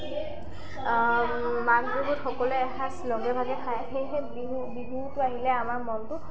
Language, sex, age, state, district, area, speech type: Assamese, female, 18-30, Assam, Sivasagar, rural, spontaneous